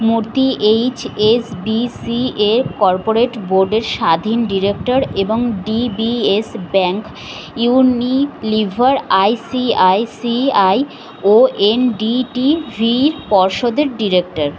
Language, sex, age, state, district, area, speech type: Bengali, female, 30-45, West Bengal, Kolkata, urban, read